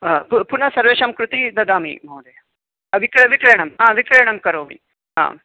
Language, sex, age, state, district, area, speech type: Sanskrit, male, 45-60, Karnataka, Bangalore Urban, urban, conversation